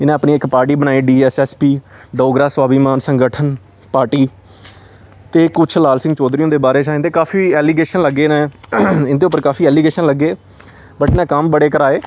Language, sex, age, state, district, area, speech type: Dogri, male, 18-30, Jammu and Kashmir, Samba, rural, spontaneous